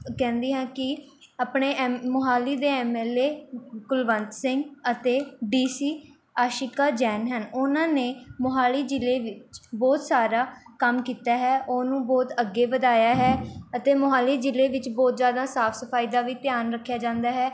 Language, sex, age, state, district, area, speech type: Punjabi, female, 18-30, Punjab, Mohali, rural, spontaneous